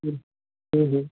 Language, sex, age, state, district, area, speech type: Bengali, male, 18-30, West Bengal, Birbhum, urban, conversation